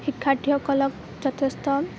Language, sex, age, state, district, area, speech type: Assamese, female, 18-30, Assam, Kamrup Metropolitan, rural, spontaneous